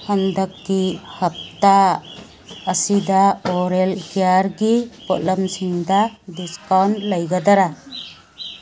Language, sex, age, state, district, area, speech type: Manipuri, female, 60+, Manipur, Churachandpur, urban, read